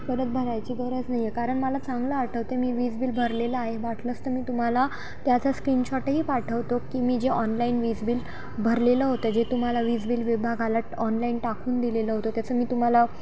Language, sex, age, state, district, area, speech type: Marathi, female, 18-30, Maharashtra, Nashik, urban, spontaneous